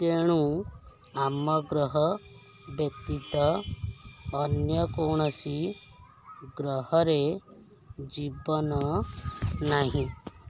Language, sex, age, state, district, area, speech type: Odia, female, 45-60, Odisha, Kendujhar, urban, spontaneous